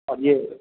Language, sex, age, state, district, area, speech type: Urdu, male, 60+, Delhi, North East Delhi, urban, conversation